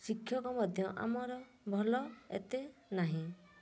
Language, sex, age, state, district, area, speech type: Odia, female, 30-45, Odisha, Mayurbhanj, rural, spontaneous